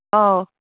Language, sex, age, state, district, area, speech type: Manipuri, female, 60+, Manipur, Imphal East, rural, conversation